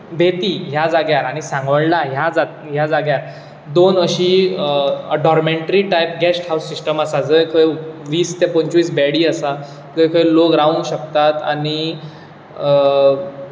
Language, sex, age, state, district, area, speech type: Goan Konkani, male, 18-30, Goa, Bardez, urban, spontaneous